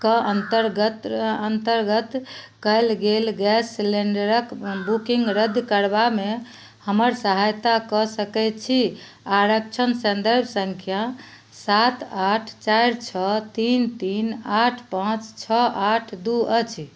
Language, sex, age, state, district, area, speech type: Maithili, female, 60+, Bihar, Madhubani, rural, read